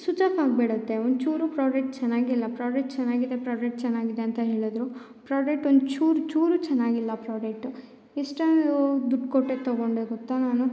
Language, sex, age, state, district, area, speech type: Kannada, female, 18-30, Karnataka, Chikkamagaluru, rural, spontaneous